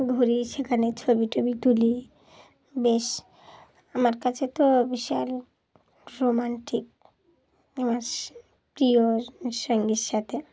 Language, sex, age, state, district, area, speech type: Bengali, female, 30-45, West Bengal, Dakshin Dinajpur, urban, spontaneous